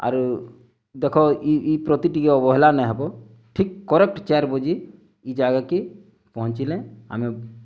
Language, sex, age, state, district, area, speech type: Odia, male, 30-45, Odisha, Bargarh, rural, spontaneous